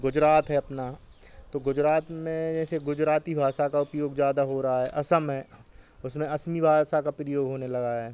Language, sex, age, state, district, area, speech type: Hindi, male, 45-60, Madhya Pradesh, Hoshangabad, rural, spontaneous